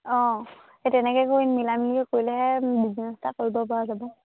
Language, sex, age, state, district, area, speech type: Assamese, female, 18-30, Assam, Charaideo, rural, conversation